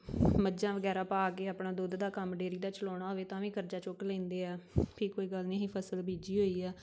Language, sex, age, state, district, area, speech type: Punjabi, female, 30-45, Punjab, Tarn Taran, rural, spontaneous